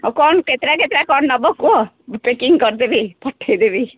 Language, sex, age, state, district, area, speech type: Odia, female, 45-60, Odisha, Sundergarh, rural, conversation